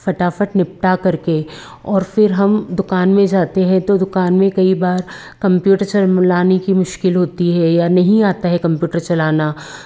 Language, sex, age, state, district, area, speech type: Hindi, female, 45-60, Madhya Pradesh, Betul, urban, spontaneous